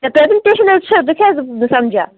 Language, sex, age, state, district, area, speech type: Kashmiri, female, 18-30, Jammu and Kashmir, Baramulla, rural, conversation